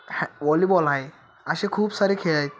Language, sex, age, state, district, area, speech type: Marathi, male, 18-30, Maharashtra, Kolhapur, urban, spontaneous